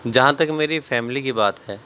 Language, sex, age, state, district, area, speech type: Urdu, male, 18-30, Delhi, South Delhi, urban, spontaneous